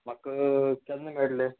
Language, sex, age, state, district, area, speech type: Goan Konkani, male, 18-30, Goa, Murmgao, rural, conversation